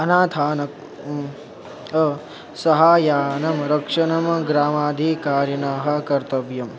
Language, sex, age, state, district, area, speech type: Sanskrit, male, 18-30, Maharashtra, Buldhana, urban, spontaneous